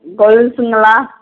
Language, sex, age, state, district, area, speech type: Tamil, female, 45-60, Tamil Nadu, Krishnagiri, rural, conversation